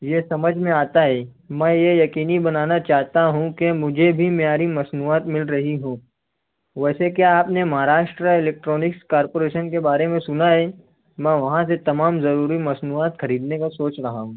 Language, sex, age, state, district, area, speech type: Urdu, male, 60+, Maharashtra, Nashik, urban, conversation